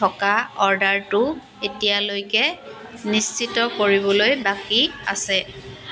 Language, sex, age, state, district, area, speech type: Assamese, female, 45-60, Assam, Dibrugarh, rural, read